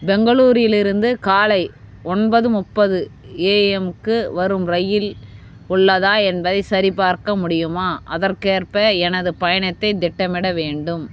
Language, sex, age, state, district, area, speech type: Tamil, female, 30-45, Tamil Nadu, Vellore, urban, read